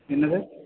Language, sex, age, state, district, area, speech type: Tamil, male, 18-30, Tamil Nadu, Nagapattinam, rural, conversation